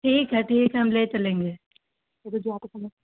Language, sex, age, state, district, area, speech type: Hindi, female, 30-45, Uttar Pradesh, Lucknow, rural, conversation